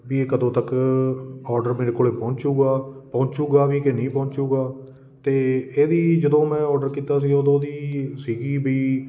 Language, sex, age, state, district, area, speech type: Punjabi, male, 30-45, Punjab, Kapurthala, urban, read